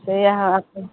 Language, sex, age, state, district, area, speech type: Odia, female, 45-60, Odisha, Sundergarh, rural, conversation